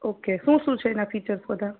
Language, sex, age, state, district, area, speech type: Gujarati, female, 30-45, Gujarat, Junagadh, urban, conversation